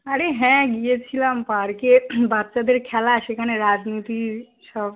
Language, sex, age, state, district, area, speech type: Bengali, female, 18-30, West Bengal, Uttar Dinajpur, urban, conversation